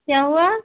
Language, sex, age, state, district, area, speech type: Hindi, female, 45-60, Uttar Pradesh, Ayodhya, rural, conversation